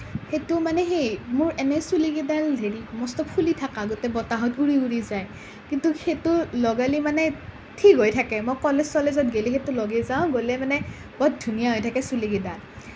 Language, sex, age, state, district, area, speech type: Assamese, other, 18-30, Assam, Nalbari, rural, spontaneous